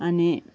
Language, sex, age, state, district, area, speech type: Nepali, female, 60+, West Bengal, Kalimpong, rural, spontaneous